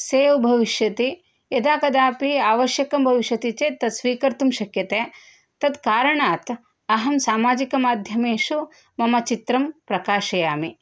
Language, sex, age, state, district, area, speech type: Sanskrit, female, 30-45, Karnataka, Shimoga, rural, spontaneous